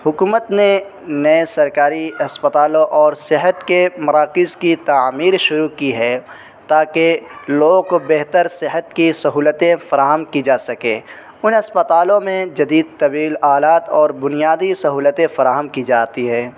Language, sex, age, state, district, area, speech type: Urdu, male, 18-30, Uttar Pradesh, Saharanpur, urban, spontaneous